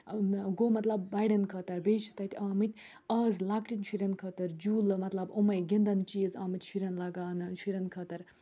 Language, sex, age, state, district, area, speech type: Kashmiri, female, 18-30, Jammu and Kashmir, Baramulla, urban, spontaneous